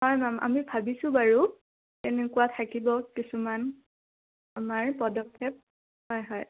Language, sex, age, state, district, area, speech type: Assamese, female, 18-30, Assam, Udalguri, rural, conversation